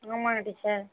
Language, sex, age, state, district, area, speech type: Tamil, female, 30-45, Tamil Nadu, Thanjavur, urban, conversation